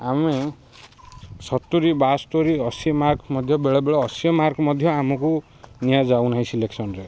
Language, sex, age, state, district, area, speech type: Odia, male, 30-45, Odisha, Ganjam, urban, spontaneous